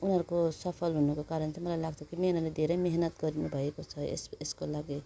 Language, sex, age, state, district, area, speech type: Nepali, female, 30-45, West Bengal, Darjeeling, rural, spontaneous